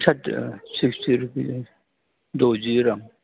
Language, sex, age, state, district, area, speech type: Bodo, male, 60+, Assam, Udalguri, urban, conversation